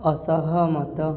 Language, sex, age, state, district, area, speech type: Odia, male, 18-30, Odisha, Subarnapur, urban, read